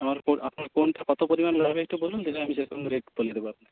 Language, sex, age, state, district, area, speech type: Bengali, male, 45-60, West Bengal, Jhargram, rural, conversation